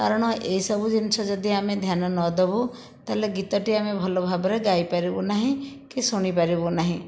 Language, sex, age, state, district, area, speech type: Odia, female, 30-45, Odisha, Bhadrak, rural, spontaneous